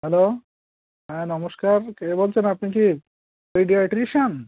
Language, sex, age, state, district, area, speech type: Bengali, male, 45-60, West Bengal, Cooch Behar, urban, conversation